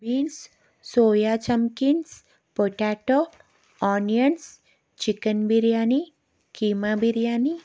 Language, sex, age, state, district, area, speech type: Telugu, female, 30-45, Telangana, Karimnagar, urban, spontaneous